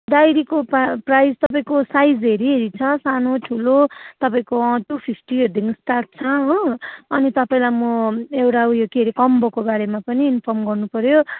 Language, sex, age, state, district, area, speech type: Nepali, female, 30-45, West Bengal, Jalpaiguri, urban, conversation